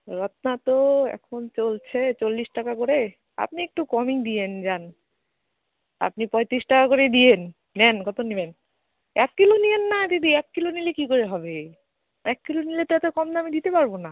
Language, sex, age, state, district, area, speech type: Bengali, female, 18-30, West Bengal, Alipurduar, rural, conversation